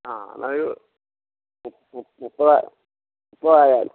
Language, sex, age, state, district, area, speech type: Malayalam, male, 45-60, Kerala, Kottayam, rural, conversation